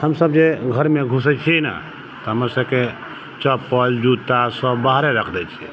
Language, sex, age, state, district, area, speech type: Maithili, male, 45-60, Bihar, Sitamarhi, rural, spontaneous